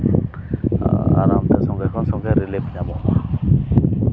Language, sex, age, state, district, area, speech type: Santali, male, 30-45, Jharkhand, East Singhbhum, rural, spontaneous